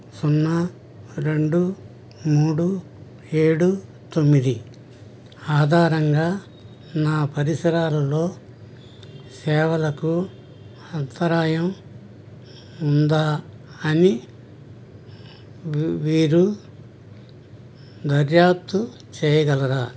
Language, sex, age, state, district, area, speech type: Telugu, male, 60+, Andhra Pradesh, N T Rama Rao, urban, read